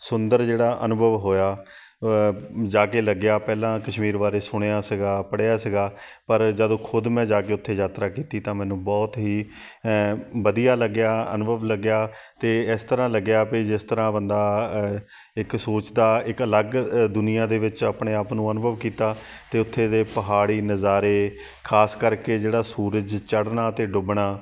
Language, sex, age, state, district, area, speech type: Punjabi, male, 30-45, Punjab, Shaheed Bhagat Singh Nagar, urban, spontaneous